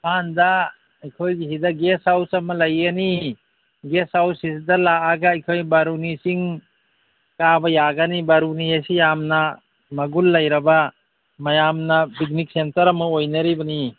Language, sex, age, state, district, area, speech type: Manipuri, male, 45-60, Manipur, Imphal East, rural, conversation